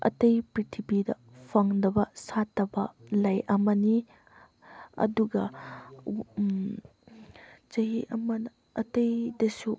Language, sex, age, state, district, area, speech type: Manipuri, female, 18-30, Manipur, Chandel, rural, spontaneous